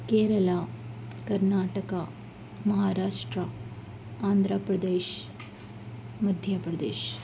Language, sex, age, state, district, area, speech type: Urdu, female, 30-45, Telangana, Hyderabad, urban, spontaneous